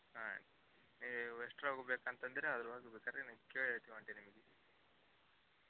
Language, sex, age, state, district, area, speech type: Kannada, male, 18-30, Karnataka, Koppal, urban, conversation